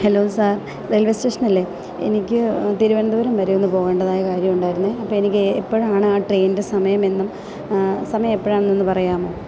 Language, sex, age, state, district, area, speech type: Malayalam, female, 45-60, Kerala, Kottayam, rural, spontaneous